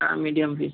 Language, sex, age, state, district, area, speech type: Bengali, male, 18-30, West Bengal, Nadia, rural, conversation